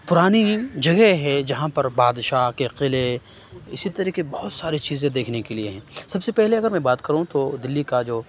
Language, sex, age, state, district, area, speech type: Urdu, male, 30-45, Uttar Pradesh, Aligarh, rural, spontaneous